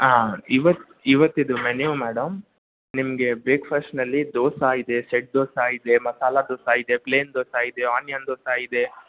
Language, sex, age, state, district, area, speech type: Kannada, male, 18-30, Karnataka, Mysore, urban, conversation